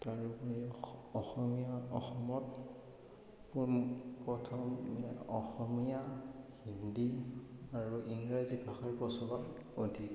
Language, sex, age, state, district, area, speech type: Assamese, male, 18-30, Assam, Morigaon, rural, spontaneous